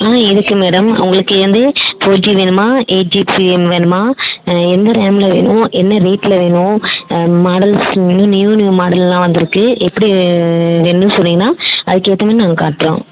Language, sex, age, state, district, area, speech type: Tamil, female, 18-30, Tamil Nadu, Dharmapuri, rural, conversation